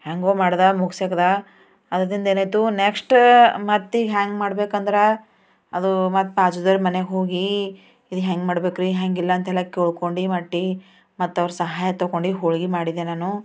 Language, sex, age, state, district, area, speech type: Kannada, female, 45-60, Karnataka, Bidar, urban, spontaneous